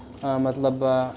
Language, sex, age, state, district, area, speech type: Kashmiri, male, 18-30, Jammu and Kashmir, Baramulla, rural, spontaneous